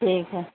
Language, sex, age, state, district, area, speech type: Urdu, female, 60+, Bihar, Gaya, urban, conversation